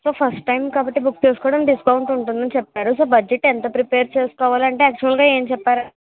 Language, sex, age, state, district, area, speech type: Telugu, female, 60+, Andhra Pradesh, Kakinada, rural, conversation